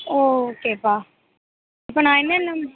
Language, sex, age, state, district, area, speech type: Tamil, female, 18-30, Tamil Nadu, Mayiladuthurai, urban, conversation